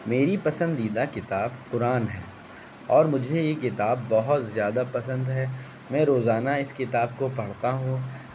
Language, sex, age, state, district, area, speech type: Urdu, male, 18-30, Uttar Pradesh, Shahjahanpur, urban, spontaneous